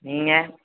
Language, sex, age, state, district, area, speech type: Tamil, male, 18-30, Tamil Nadu, Thoothukudi, rural, conversation